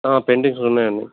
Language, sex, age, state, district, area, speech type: Telugu, male, 30-45, Telangana, Peddapalli, urban, conversation